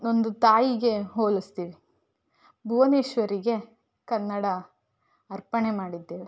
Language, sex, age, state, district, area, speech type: Kannada, female, 18-30, Karnataka, Davanagere, rural, spontaneous